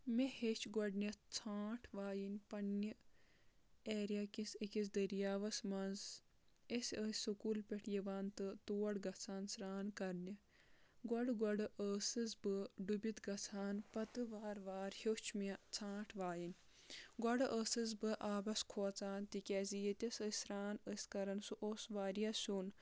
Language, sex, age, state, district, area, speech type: Kashmiri, female, 30-45, Jammu and Kashmir, Kulgam, rural, spontaneous